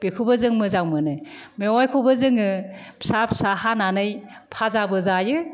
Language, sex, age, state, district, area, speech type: Bodo, female, 45-60, Assam, Kokrajhar, rural, spontaneous